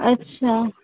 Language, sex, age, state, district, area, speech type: Marathi, female, 18-30, Maharashtra, Wardha, rural, conversation